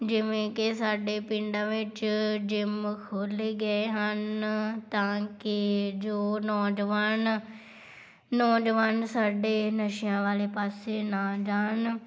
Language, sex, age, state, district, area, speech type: Punjabi, female, 18-30, Punjab, Tarn Taran, rural, spontaneous